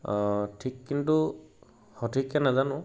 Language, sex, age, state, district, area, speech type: Assamese, male, 18-30, Assam, Sivasagar, rural, spontaneous